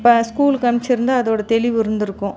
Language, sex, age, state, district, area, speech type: Tamil, female, 30-45, Tamil Nadu, Dharmapuri, rural, spontaneous